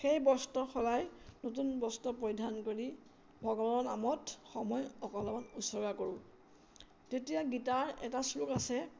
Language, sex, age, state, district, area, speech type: Assamese, female, 60+, Assam, Majuli, urban, spontaneous